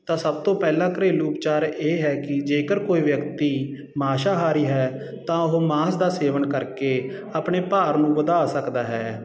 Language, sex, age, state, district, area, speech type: Punjabi, male, 30-45, Punjab, Sangrur, rural, spontaneous